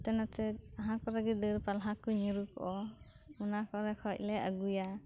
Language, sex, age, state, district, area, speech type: Santali, other, 18-30, West Bengal, Birbhum, rural, spontaneous